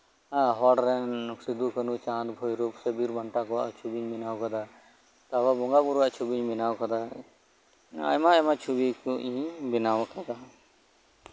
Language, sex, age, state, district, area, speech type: Santali, male, 30-45, West Bengal, Birbhum, rural, spontaneous